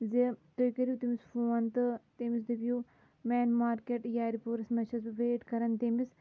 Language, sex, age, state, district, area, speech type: Kashmiri, female, 30-45, Jammu and Kashmir, Shopian, urban, spontaneous